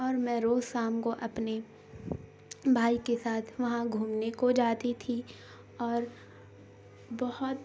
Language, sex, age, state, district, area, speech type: Urdu, female, 18-30, Bihar, Gaya, urban, spontaneous